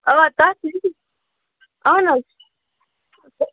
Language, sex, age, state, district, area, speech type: Kashmiri, female, 30-45, Jammu and Kashmir, Baramulla, rural, conversation